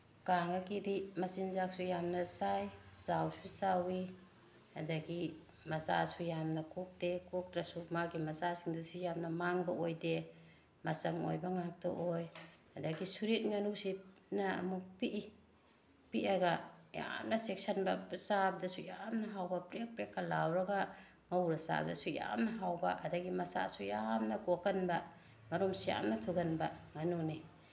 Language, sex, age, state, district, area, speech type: Manipuri, female, 45-60, Manipur, Tengnoupal, rural, spontaneous